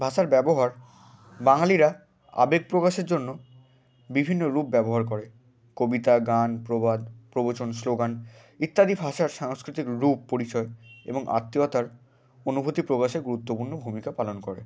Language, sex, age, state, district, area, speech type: Bengali, male, 18-30, West Bengal, Hooghly, urban, spontaneous